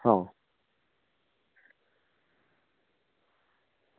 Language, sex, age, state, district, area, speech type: Gujarati, male, 18-30, Gujarat, Anand, rural, conversation